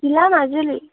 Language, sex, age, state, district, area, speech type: Assamese, female, 18-30, Assam, Majuli, urban, conversation